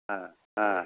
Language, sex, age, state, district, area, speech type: Tamil, male, 60+, Tamil Nadu, Ariyalur, rural, conversation